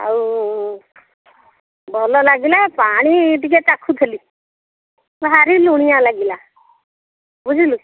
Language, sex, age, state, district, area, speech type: Odia, female, 60+, Odisha, Jagatsinghpur, rural, conversation